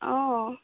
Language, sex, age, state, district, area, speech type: Assamese, female, 18-30, Assam, Sivasagar, urban, conversation